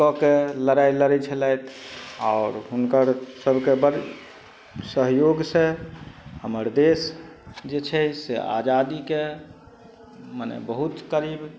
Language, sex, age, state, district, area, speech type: Maithili, male, 45-60, Bihar, Madhubani, rural, spontaneous